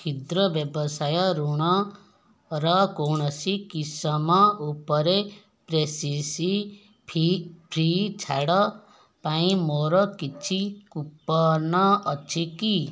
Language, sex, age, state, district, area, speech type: Odia, female, 45-60, Odisha, Kendujhar, urban, read